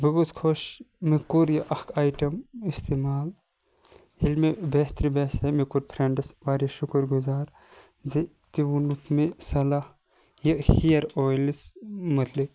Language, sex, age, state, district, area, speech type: Kashmiri, male, 30-45, Jammu and Kashmir, Kupwara, rural, spontaneous